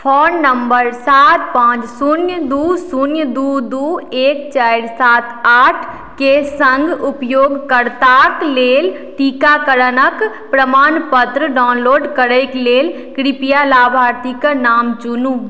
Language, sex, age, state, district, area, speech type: Maithili, female, 18-30, Bihar, Madhubani, rural, read